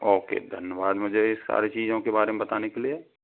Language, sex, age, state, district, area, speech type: Hindi, male, 45-60, Rajasthan, Karauli, rural, conversation